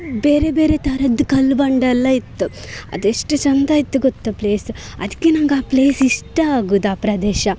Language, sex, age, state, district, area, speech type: Kannada, female, 18-30, Karnataka, Dakshina Kannada, urban, spontaneous